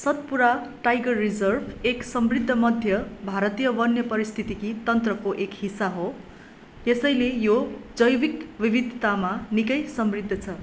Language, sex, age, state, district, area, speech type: Nepali, female, 30-45, West Bengal, Darjeeling, rural, read